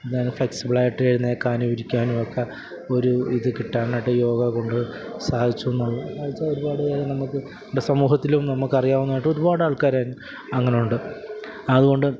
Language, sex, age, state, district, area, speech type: Malayalam, male, 30-45, Kerala, Alappuzha, urban, spontaneous